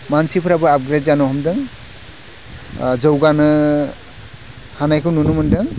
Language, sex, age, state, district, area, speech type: Bodo, male, 18-30, Assam, Udalguri, rural, spontaneous